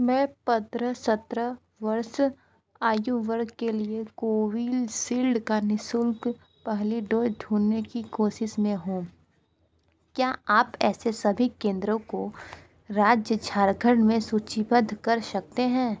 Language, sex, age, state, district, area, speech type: Hindi, female, 18-30, Uttar Pradesh, Sonbhadra, rural, read